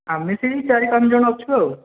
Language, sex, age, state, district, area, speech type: Odia, male, 45-60, Odisha, Dhenkanal, rural, conversation